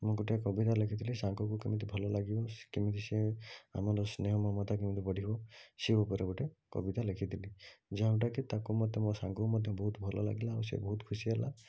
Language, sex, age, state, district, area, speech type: Odia, male, 30-45, Odisha, Cuttack, urban, spontaneous